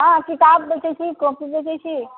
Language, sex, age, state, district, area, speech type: Maithili, female, 60+, Bihar, Sitamarhi, rural, conversation